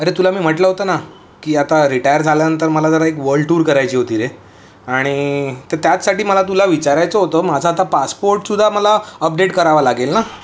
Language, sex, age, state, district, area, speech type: Marathi, male, 30-45, Maharashtra, Mumbai City, urban, spontaneous